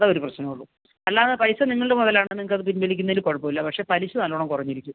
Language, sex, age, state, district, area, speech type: Malayalam, female, 60+, Kerala, Kasaragod, urban, conversation